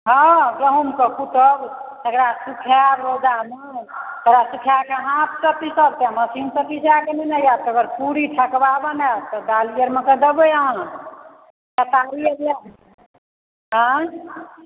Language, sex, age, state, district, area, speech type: Maithili, female, 60+, Bihar, Supaul, rural, conversation